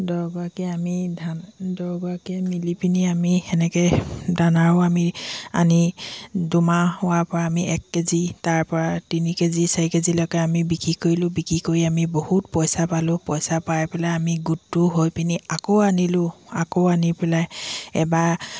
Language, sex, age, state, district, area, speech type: Assamese, female, 45-60, Assam, Dibrugarh, rural, spontaneous